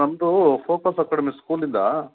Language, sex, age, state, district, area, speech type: Kannada, male, 45-60, Karnataka, Bangalore Urban, urban, conversation